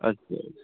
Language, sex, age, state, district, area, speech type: Bengali, male, 18-30, West Bengal, Uttar Dinajpur, urban, conversation